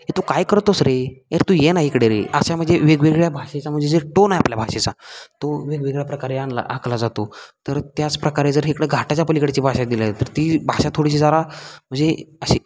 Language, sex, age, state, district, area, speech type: Marathi, male, 18-30, Maharashtra, Satara, rural, spontaneous